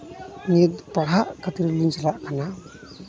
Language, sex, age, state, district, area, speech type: Santali, male, 18-30, West Bengal, Uttar Dinajpur, rural, spontaneous